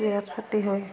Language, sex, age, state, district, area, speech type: Assamese, female, 45-60, Assam, Barpeta, rural, spontaneous